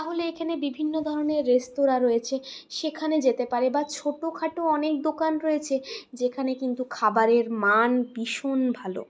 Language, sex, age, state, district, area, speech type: Bengali, female, 60+, West Bengal, Purulia, urban, spontaneous